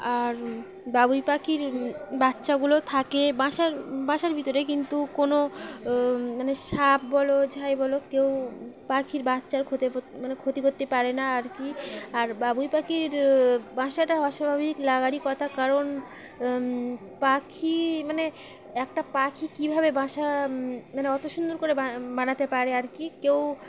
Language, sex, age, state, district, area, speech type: Bengali, female, 18-30, West Bengal, Birbhum, urban, spontaneous